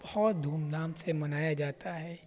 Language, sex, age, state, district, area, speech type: Urdu, male, 30-45, Uttar Pradesh, Shahjahanpur, rural, spontaneous